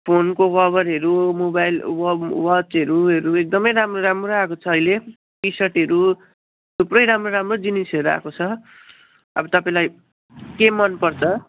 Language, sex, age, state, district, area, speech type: Nepali, male, 45-60, West Bengal, Jalpaiguri, rural, conversation